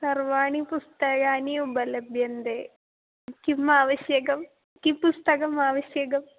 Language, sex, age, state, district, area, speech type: Sanskrit, female, 18-30, Kerala, Kollam, rural, conversation